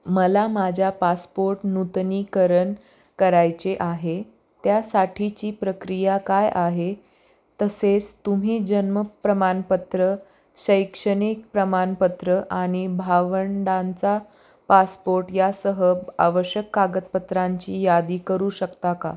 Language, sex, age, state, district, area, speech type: Marathi, female, 18-30, Maharashtra, Osmanabad, rural, read